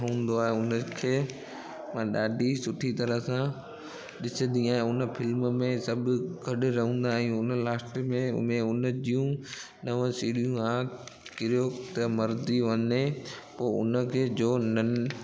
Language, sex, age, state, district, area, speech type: Sindhi, male, 18-30, Gujarat, Junagadh, urban, spontaneous